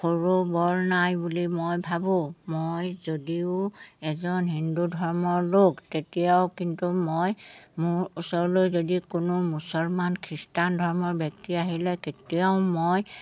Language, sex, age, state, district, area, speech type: Assamese, female, 60+, Assam, Golaghat, rural, spontaneous